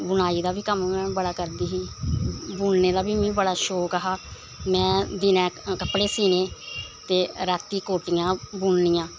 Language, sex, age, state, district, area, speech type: Dogri, female, 60+, Jammu and Kashmir, Samba, rural, spontaneous